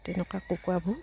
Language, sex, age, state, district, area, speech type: Assamese, female, 60+, Assam, Dibrugarh, rural, spontaneous